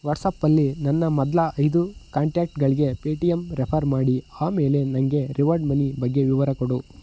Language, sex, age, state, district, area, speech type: Kannada, male, 18-30, Karnataka, Chitradurga, rural, read